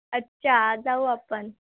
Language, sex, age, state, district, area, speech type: Marathi, female, 18-30, Maharashtra, Wardha, rural, conversation